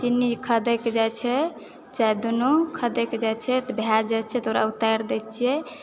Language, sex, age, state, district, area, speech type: Maithili, female, 45-60, Bihar, Supaul, rural, spontaneous